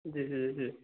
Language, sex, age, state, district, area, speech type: Hindi, male, 18-30, Bihar, Begusarai, rural, conversation